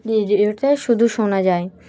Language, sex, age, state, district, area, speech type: Bengali, female, 18-30, West Bengal, Dakshin Dinajpur, urban, spontaneous